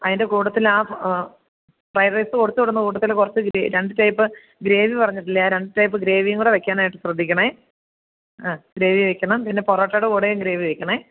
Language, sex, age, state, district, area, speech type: Malayalam, female, 30-45, Kerala, Idukki, rural, conversation